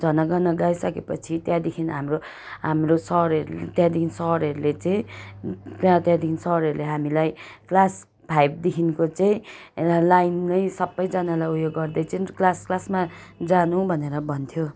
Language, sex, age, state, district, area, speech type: Nepali, female, 45-60, West Bengal, Darjeeling, rural, spontaneous